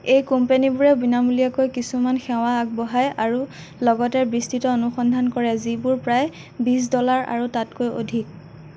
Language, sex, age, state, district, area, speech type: Assamese, female, 18-30, Assam, Nagaon, rural, read